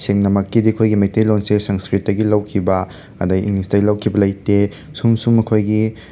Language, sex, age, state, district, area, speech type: Manipuri, male, 30-45, Manipur, Imphal West, urban, spontaneous